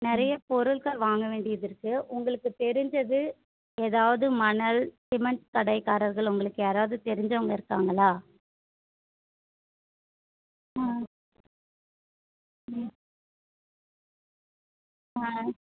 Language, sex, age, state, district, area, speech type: Tamil, female, 30-45, Tamil Nadu, Kanchipuram, urban, conversation